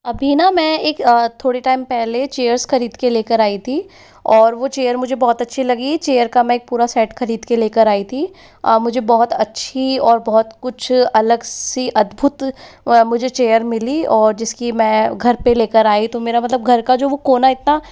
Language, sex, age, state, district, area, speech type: Hindi, male, 18-30, Rajasthan, Jaipur, urban, spontaneous